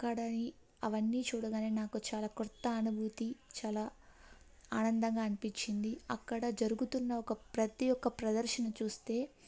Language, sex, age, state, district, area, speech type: Telugu, female, 18-30, Andhra Pradesh, Kadapa, rural, spontaneous